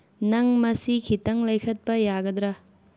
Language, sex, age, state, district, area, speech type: Manipuri, female, 30-45, Manipur, Tengnoupal, urban, read